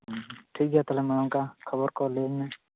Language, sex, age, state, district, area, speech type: Santali, male, 18-30, West Bengal, Bankura, rural, conversation